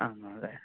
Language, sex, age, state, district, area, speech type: Sanskrit, male, 18-30, Telangana, Medchal, rural, conversation